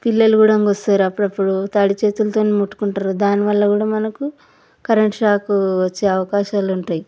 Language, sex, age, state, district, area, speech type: Telugu, female, 30-45, Telangana, Vikarabad, urban, spontaneous